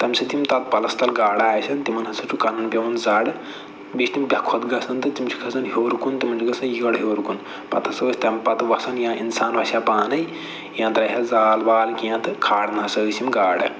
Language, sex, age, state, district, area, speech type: Kashmiri, male, 45-60, Jammu and Kashmir, Budgam, rural, spontaneous